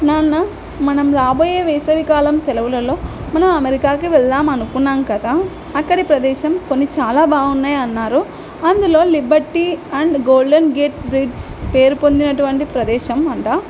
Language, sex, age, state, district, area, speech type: Telugu, female, 18-30, Andhra Pradesh, Nandyal, urban, spontaneous